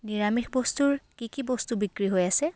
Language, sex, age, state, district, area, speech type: Assamese, female, 18-30, Assam, Lakhimpur, rural, read